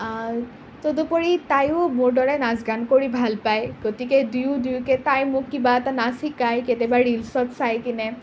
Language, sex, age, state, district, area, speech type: Assamese, other, 18-30, Assam, Nalbari, rural, spontaneous